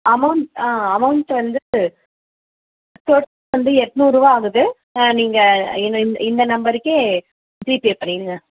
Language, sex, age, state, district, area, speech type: Tamil, female, 30-45, Tamil Nadu, Dharmapuri, rural, conversation